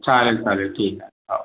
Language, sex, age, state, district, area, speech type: Marathi, male, 60+, Maharashtra, Yavatmal, rural, conversation